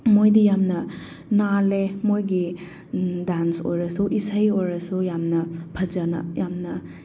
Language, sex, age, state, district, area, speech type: Manipuri, female, 30-45, Manipur, Chandel, rural, spontaneous